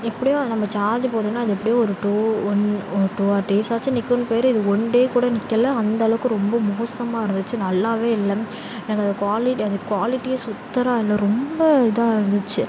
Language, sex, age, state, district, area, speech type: Tamil, female, 18-30, Tamil Nadu, Sivaganga, rural, spontaneous